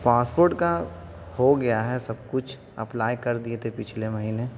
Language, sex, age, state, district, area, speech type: Urdu, male, 18-30, Bihar, Gaya, urban, spontaneous